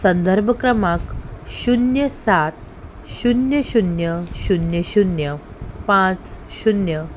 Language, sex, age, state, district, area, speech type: Goan Konkani, female, 30-45, Goa, Salcete, urban, read